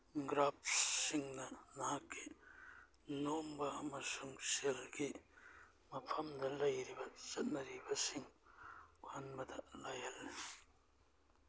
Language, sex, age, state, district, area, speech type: Manipuri, male, 30-45, Manipur, Churachandpur, rural, read